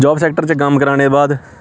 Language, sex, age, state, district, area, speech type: Dogri, male, 18-30, Jammu and Kashmir, Samba, rural, spontaneous